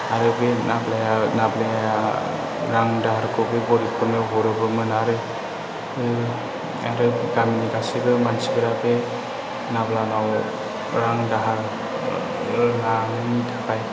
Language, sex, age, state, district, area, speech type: Bodo, male, 18-30, Assam, Chirang, rural, spontaneous